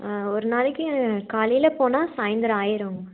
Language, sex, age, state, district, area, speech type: Tamil, female, 18-30, Tamil Nadu, Nilgiris, rural, conversation